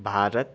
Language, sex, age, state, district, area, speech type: Nepali, male, 45-60, West Bengal, Darjeeling, rural, spontaneous